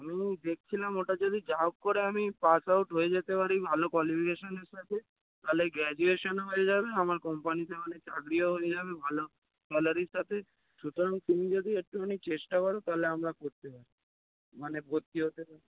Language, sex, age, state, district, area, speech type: Bengali, male, 18-30, West Bengal, Dakshin Dinajpur, urban, conversation